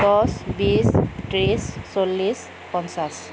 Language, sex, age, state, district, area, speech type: Assamese, female, 18-30, Assam, Kamrup Metropolitan, urban, spontaneous